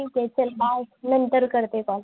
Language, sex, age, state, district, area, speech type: Marathi, female, 30-45, Maharashtra, Solapur, urban, conversation